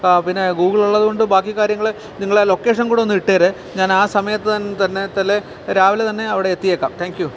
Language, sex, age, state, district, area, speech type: Malayalam, male, 45-60, Kerala, Alappuzha, rural, spontaneous